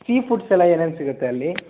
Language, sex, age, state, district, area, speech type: Kannada, male, 18-30, Karnataka, Tumkur, rural, conversation